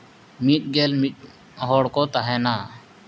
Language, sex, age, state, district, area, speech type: Santali, male, 30-45, Jharkhand, East Singhbhum, rural, spontaneous